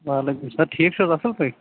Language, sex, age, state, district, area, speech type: Kashmiri, male, 18-30, Jammu and Kashmir, Shopian, rural, conversation